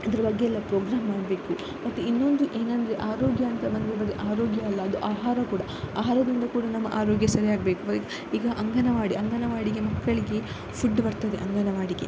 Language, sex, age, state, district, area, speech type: Kannada, female, 18-30, Karnataka, Udupi, rural, spontaneous